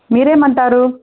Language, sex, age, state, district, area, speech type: Telugu, female, 30-45, Andhra Pradesh, Sri Satya Sai, urban, conversation